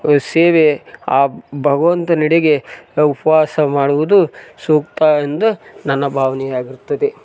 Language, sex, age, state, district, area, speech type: Kannada, male, 45-60, Karnataka, Koppal, rural, spontaneous